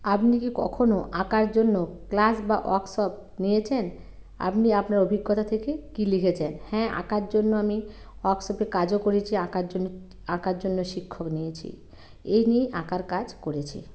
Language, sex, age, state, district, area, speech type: Bengali, female, 45-60, West Bengal, Bankura, urban, spontaneous